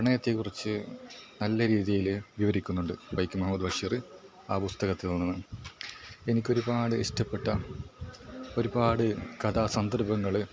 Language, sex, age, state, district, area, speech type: Malayalam, male, 18-30, Kerala, Kasaragod, rural, spontaneous